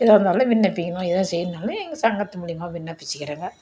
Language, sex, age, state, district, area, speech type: Tamil, female, 60+, Tamil Nadu, Dharmapuri, urban, spontaneous